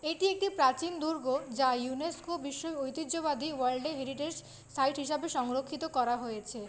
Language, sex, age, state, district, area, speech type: Bengali, female, 30-45, West Bengal, Paschim Bardhaman, urban, spontaneous